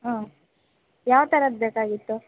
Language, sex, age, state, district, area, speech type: Kannada, female, 18-30, Karnataka, Kolar, rural, conversation